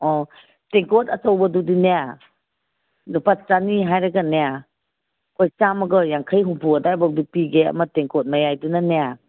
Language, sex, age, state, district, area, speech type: Manipuri, female, 45-60, Manipur, Kangpokpi, urban, conversation